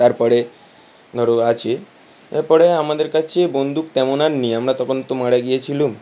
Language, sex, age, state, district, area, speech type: Bengali, male, 18-30, West Bengal, Howrah, urban, spontaneous